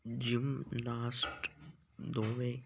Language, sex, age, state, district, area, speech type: Punjabi, male, 18-30, Punjab, Muktsar, urban, read